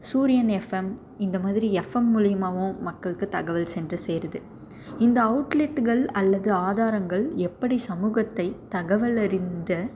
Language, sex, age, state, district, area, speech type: Tamil, female, 18-30, Tamil Nadu, Salem, rural, spontaneous